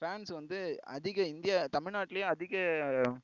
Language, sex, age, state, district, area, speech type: Tamil, male, 18-30, Tamil Nadu, Tiruvarur, urban, spontaneous